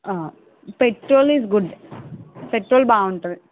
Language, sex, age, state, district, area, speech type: Telugu, female, 30-45, Andhra Pradesh, Eluru, rural, conversation